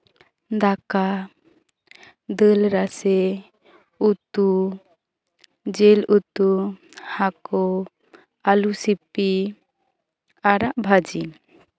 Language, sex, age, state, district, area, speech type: Santali, female, 18-30, West Bengal, Bankura, rural, spontaneous